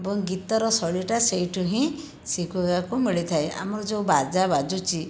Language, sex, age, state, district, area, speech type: Odia, female, 30-45, Odisha, Bhadrak, rural, spontaneous